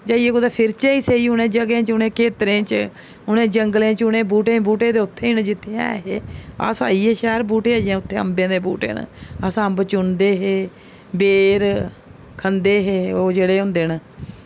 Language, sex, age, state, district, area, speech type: Dogri, female, 45-60, Jammu and Kashmir, Jammu, urban, spontaneous